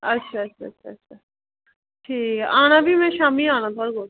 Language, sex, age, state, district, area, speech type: Dogri, female, 30-45, Jammu and Kashmir, Reasi, rural, conversation